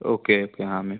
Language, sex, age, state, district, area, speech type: Hindi, male, 18-30, Madhya Pradesh, Betul, urban, conversation